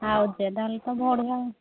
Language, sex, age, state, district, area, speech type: Odia, female, 60+, Odisha, Angul, rural, conversation